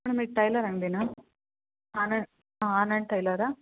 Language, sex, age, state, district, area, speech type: Kannada, female, 30-45, Karnataka, Hassan, rural, conversation